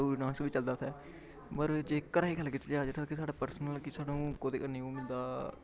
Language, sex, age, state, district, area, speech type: Dogri, male, 18-30, Jammu and Kashmir, Samba, rural, spontaneous